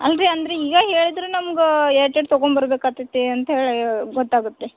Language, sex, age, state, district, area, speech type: Kannada, female, 18-30, Karnataka, Yadgir, urban, conversation